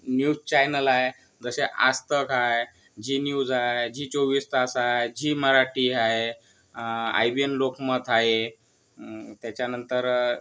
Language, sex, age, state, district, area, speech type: Marathi, male, 30-45, Maharashtra, Yavatmal, rural, spontaneous